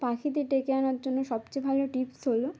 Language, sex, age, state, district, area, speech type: Bengali, female, 18-30, West Bengal, Uttar Dinajpur, urban, spontaneous